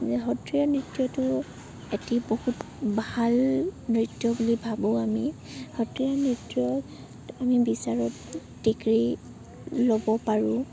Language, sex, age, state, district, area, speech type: Assamese, female, 18-30, Assam, Morigaon, rural, spontaneous